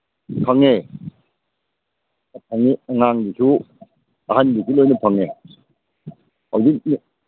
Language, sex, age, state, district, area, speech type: Manipuri, male, 60+, Manipur, Kakching, rural, conversation